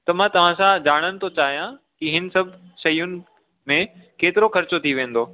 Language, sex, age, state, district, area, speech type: Sindhi, male, 18-30, Delhi, South Delhi, urban, conversation